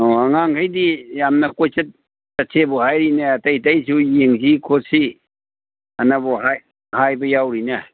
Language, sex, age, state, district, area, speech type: Manipuri, male, 60+, Manipur, Imphal East, rural, conversation